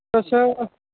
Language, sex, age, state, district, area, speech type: Dogri, male, 18-30, Jammu and Kashmir, Samba, rural, conversation